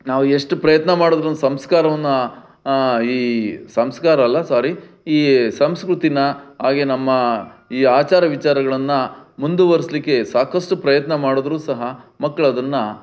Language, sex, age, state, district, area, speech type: Kannada, male, 60+, Karnataka, Chitradurga, rural, spontaneous